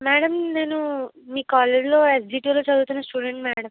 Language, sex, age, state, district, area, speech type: Telugu, female, 30-45, Andhra Pradesh, Palnadu, rural, conversation